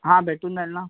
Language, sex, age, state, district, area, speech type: Marathi, male, 18-30, Maharashtra, Thane, urban, conversation